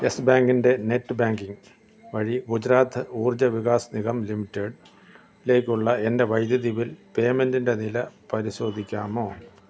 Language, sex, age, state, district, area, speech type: Malayalam, male, 60+, Kerala, Kollam, rural, read